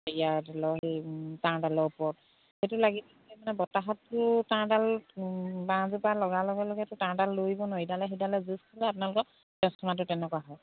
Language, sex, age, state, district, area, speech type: Assamese, female, 30-45, Assam, Charaideo, rural, conversation